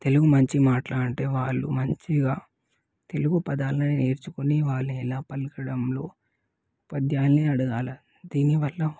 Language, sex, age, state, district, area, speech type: Telugu, male, 18-30, Telangana, Nalgonda, urban, spontaneous